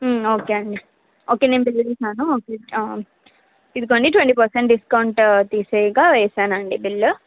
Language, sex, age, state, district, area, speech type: Telugu, female, 30-45, Andhra Pradesh, N T Rama Rao, urban, conversation